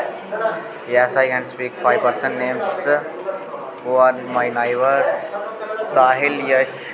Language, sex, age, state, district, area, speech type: Dogri, male, 18-30, Jammu and Kashmir, Udhampur, rural, spontaneous